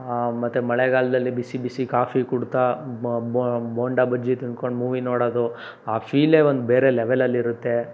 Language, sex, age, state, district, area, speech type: Kannada, male, 18-30, Karnataka, Tumkur, rural, spontaneous